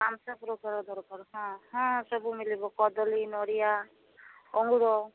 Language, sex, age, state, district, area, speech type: Odia, female, 45-60, Odisha, Malkangiri, urban, conversation